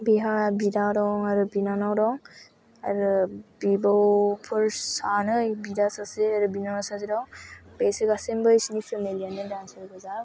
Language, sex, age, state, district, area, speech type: Bodo, female, 18-30, Assam, Chirang, rural, spontaneous